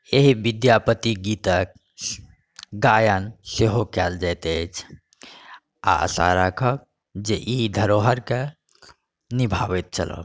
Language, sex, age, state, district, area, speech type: Maithili, male, 45-60, Bihar, Saharsa, rural, spontaneous